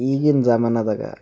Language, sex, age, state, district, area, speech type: Kannada, male, 30-45, Karnataka, Bidar, urban, spontaneous